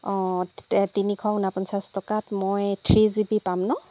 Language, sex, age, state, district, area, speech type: Assamese, female, 30-45, Assam, Golaghat, rural, spontaneous